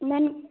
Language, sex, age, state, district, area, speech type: Hindi, female, 18-30, Madhya Pradesh, Balaghat, rural, conversation